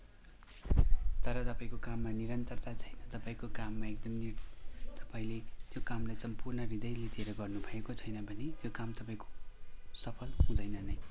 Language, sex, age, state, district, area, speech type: Nepali, male, 30-45, West Bengal, Kalimpong, rural, spontaneous